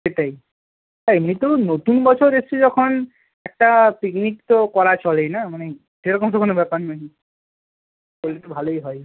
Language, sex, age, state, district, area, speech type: Bengali, male, 18-30, West Bengal, Purba Medinipur, rural, conversation